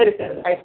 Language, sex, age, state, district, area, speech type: Kannada, female, 60+, Karnataka, Shimoga, rural, conversation